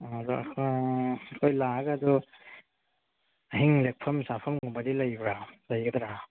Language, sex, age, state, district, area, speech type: Manipuri, male, 45-60, Manipur, Bishnupur, rural, conversation